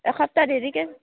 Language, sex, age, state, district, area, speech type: Assamese, female, 30-45, Assam, Barpeta, rural, conversation